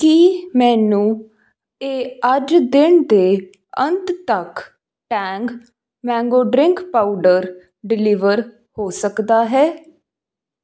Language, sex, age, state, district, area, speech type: Punjabi, female, 18-30, Punjab, Fazilka, rural, read